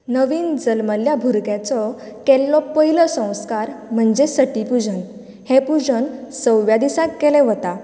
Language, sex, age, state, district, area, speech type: Goan Konkani, female, 18-30, Goa, Canacona, rural, spontaneous